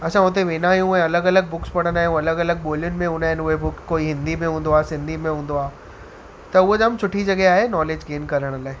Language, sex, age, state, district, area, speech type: Sindhi, female, 45-60, Maharashtra, Thane, urban, spontaneous